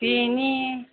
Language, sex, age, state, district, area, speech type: Bodo, female, 45-60, Assam, Kokrajhar, rural, conversation